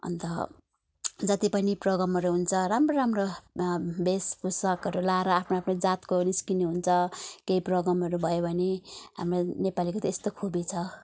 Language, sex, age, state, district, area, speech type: Nepali, female, 45-60, West Bengal, Darjeeling, rural, spontaneous